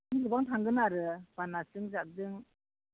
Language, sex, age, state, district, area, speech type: Bodo, female, 30-45, Assam, Chirang, rural, conversation